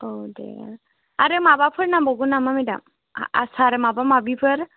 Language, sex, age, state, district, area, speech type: Bodo, female, 18-30, Assam, Chirang, urban, conversation